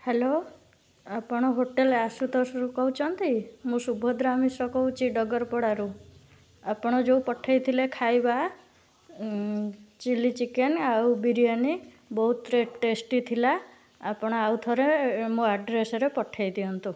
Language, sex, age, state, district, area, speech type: Odia, female, 18-30, Odisha, Cuttack, urban, spontaneous